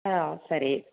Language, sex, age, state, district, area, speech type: Tamil, female, 45-60, Tamil Nadu, Tiruppur, rural, conversation